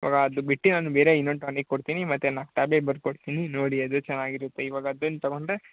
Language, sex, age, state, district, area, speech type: Kannada, male, 18-30, Karnataka, Mysore, urban, conversation